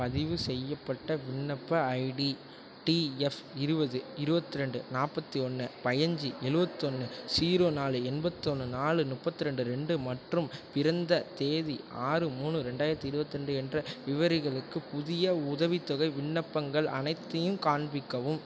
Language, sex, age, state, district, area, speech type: Tamil, male, 18-30, Tamil Nadu, Tiruvarur, rural, read